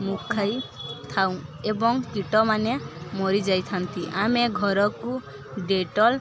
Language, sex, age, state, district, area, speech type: Odia, female, 18-30, Odisha, Balangir, urban, spontaneous